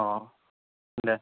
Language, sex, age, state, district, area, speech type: Assamese, male, 18-30, Assam, Darrang, rural, conversation